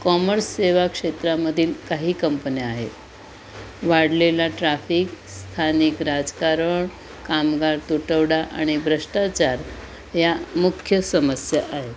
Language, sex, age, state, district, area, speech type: Marathi, female, 60+, Maharashtra, Pune, urban, spontaneous